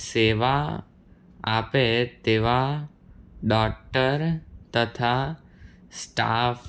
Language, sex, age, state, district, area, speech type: Gujarati, male, 18-30, Gujarat, Anand, rural, spontaneous